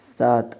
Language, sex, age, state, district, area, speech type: Hindi, male, 18-30, Rajasthan, Jaipur, urban, read